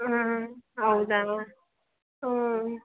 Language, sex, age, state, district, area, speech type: Kannada, female, 30-45, Karnataka, Mandya, rural, conversation